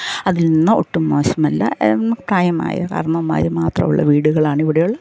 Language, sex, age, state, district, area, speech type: Malayalam, female, 60+, Kerala, Pathanamthitta, rural, spontaneous